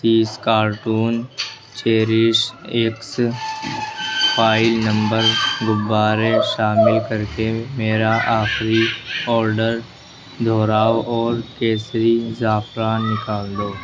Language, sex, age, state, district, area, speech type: Urdu, male, 18-30, Uttar Pradesh, Ghaziabad, urban, read